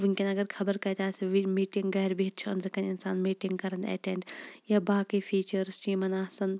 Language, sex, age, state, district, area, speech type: Kashmiri, female, 30-45, Jammu and Kashmir, Shopian, rural, spontaneous